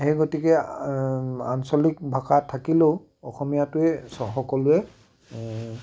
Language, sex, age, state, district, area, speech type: Assamese, male, 60+, Assam, Tinsukia, urban, spontaneous